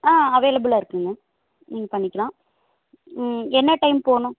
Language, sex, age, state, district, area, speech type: Tamil, female, 30-45, Tamil Nadu, Erode, rural, conversation